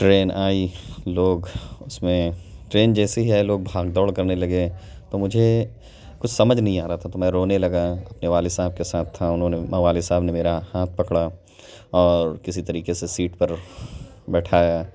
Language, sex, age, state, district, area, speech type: Urdu, male, 30-45, Uttar Pradesh, Lucknow, urban, spontaneous